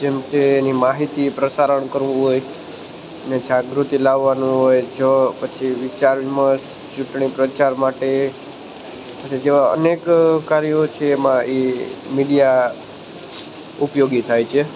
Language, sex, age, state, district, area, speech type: Gujarati, male, 18-30, Gujarat, Junagadh, urban, spontaneous